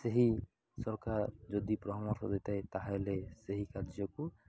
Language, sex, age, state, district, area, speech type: Odia, male, 18-30, Odisha, Nabarangpur, urban, spontaneous